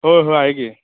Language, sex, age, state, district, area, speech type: Marathi, male, 18-30, Maharashtra, Sangli, urban, conversation